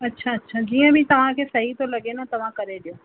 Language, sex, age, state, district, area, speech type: Sindhi, female, 30-45, Rajasthan, Ajmer, urban, conversation